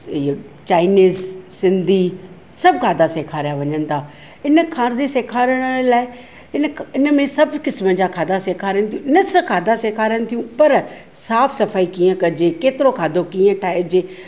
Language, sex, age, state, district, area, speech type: Sindhi, female, 45-60, Maharashtra, Thane, urban, spontaneous